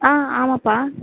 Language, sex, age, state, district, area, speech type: Tamil, female, 18-30, Tamil Nadu, Sivaganga, rural, conversation